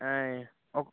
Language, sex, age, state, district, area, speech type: Telugu, male, 18-30, Andhra Pradesh, Eluru, urban, conversation